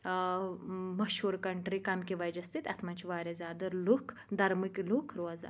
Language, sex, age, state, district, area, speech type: Kashmiri, female, 18-30, Jammu and Kashmir, Pulwama, rural, spontaneous